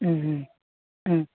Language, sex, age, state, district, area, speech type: Malayalam, female, 45-60, Kerala, Kasaragod, rural, conversation